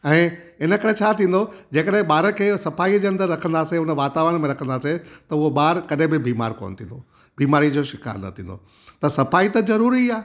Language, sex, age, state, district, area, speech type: Sindhi, male, 60+, Gujarat, Junagadh, rural, spontaneous